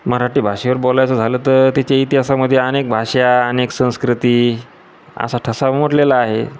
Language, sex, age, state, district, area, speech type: Marathi, male, 45-60, Maharashtra, Jalna, urban, spontaneous